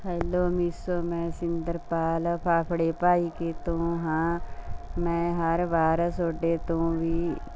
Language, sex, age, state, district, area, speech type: Punjabi, female, 45-60, Punjab, Mansa, rural, spontaneous